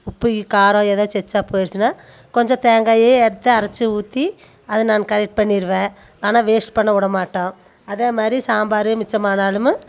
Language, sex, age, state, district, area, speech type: Tamil, female, 30-45, Tamil Nadu, Coimbatore, rural, spontaneous